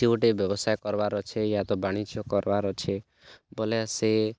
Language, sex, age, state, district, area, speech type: Odia, male, 18-30, Odisha, Kalahandi, rural, spontaneous